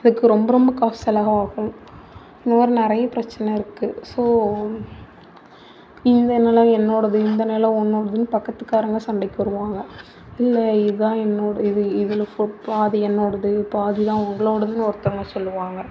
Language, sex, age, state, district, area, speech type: Tamil, female, 18-30, Tamil Nadu, Mayiladuthurai, urban, spontaneous